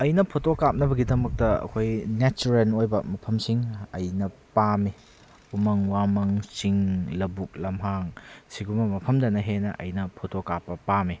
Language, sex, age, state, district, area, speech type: Manipuri, male, 30-45, Manipur, Kakching, rural, spontaneous